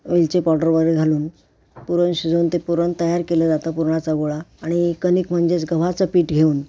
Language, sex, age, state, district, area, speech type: Marathi, female, 60+, Maharashtra, Pune, urban, spontaneous